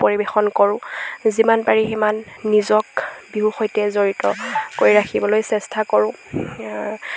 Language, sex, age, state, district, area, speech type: Assamese, female, 18-30, Assam, Lakhimpur, rural, spontaneous